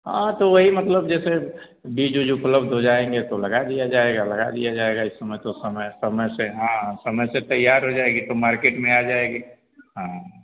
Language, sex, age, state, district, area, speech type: Hindi, male, 30-45, Uttar Pradesh, Azamgarh, rural, conversation